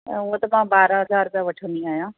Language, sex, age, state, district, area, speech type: Sindhi, female, 30-45, Delhi, South Delhi, urban, conversation